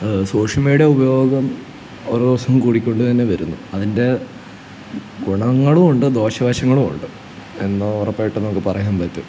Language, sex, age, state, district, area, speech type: Malayalam, male, 18-30, Kerala, Kottayam, rural, spontaneous